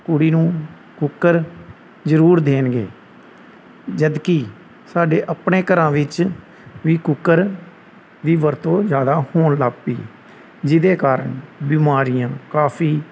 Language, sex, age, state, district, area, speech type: Punjabi, male, 30-45, Punjab, Gurdaspur, rural, spontaneous